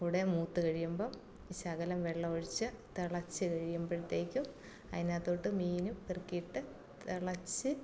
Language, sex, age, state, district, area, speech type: Malayalam, female, 45-60, Kerala, Alappuzha, rural, spontaneous